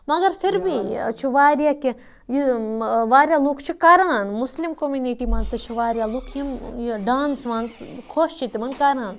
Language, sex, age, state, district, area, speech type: Kashmiri, other, 18-30, Jammu and Kashmir, Budgam, rural, spontaneous